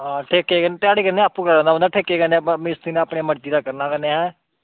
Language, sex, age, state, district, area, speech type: Dogri, male, 18-30, Jammu and Kashmir, Kathua, rural, conversation